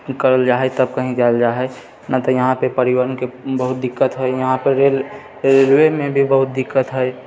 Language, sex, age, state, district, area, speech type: Maithili, male, 30-45, Bihar, Purnia, urban, spontaneous